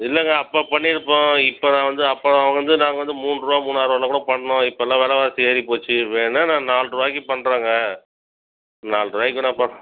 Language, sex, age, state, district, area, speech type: Tamil, female, 18-30, Tamil Nadu, Cuddalore, rural, conversation